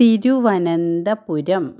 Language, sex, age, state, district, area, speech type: Malayalam, female, 30-45, Kerala, Kannur, urban, spontaneous